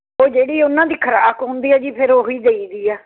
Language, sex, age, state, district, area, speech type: Punjabi, female, 60+, Punjab, Barnala, rural, conversation